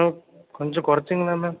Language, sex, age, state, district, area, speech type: Tamil, male, 18-30, Tamil Nadu, Tiruvarur, rural, conversation